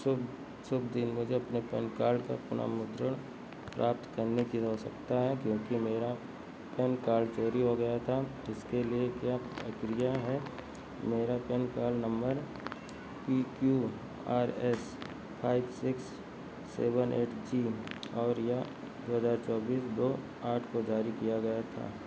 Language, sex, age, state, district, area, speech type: Hindi, male, 30-45, Uttar Pradesh, Ayodhya, rural, read